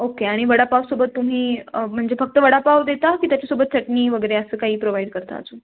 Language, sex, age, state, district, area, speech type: Marathi, female, 18-30, Maharashtra, Pune, urban, conversation